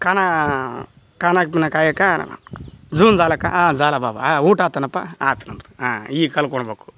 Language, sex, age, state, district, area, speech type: Kannada, male, 30-45, Karnataka, Koppal, rural, spontaneous